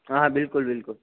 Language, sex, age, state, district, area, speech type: Hindi, male, 18-30, Rajasthan, Jodhpur, urban, conversation